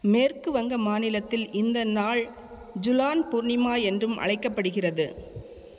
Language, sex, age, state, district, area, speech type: Tamil, female, 45-60, Tamil Nadu, Thanjavur, urban, read